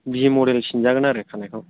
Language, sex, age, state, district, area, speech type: Bodo, male, 18-30, Assam, Chirang, rural, conversation